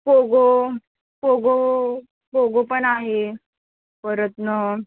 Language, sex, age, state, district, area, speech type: Marathi, female, 18-30, Maharashtra, Solapur, urban, conversation